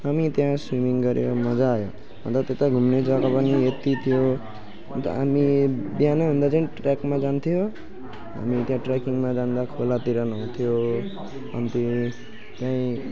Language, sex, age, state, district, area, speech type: Nepali, male, 18-30, West Bengal, Alipurduar, urban, spontaneous